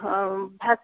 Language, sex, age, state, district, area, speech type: Kashmiri, female, 60+, Jammu and Kashmir, Srinagar, urban, conversation